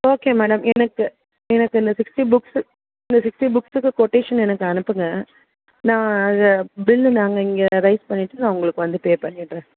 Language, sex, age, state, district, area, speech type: Tamil, female, 30-45, Tamil Nadu, Chennai, urban, conversation